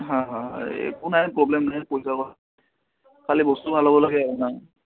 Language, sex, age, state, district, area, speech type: Assamese, male, 18-30, Assam, Udalguri, rural, conversation